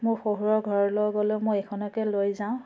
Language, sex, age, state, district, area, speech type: Assamese, female, 30-45, Assam, Biswanath, rural, spontaneous